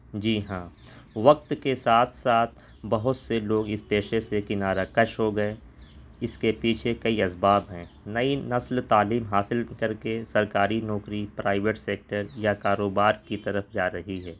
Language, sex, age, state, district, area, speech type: Urdu, male, 30-45, Delhi, North East Delhi, urban, spontaneous